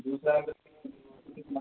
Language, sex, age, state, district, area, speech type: Hindi, male, 30-45, Rajasthan, Jaipur, urban, conversation